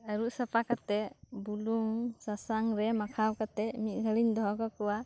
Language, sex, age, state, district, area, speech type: Santali, other, 18-30, West Bengal, Birbhum, rural, spontaneous